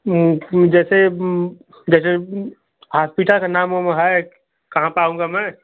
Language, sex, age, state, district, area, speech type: Hindi, male, 45-60, Uttar Pradesh, Chandauli, rural, conversation